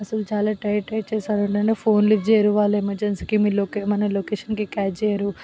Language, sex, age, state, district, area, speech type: Telugu, female, 18-30, Telangana, Vikarabad, rural, spontaneous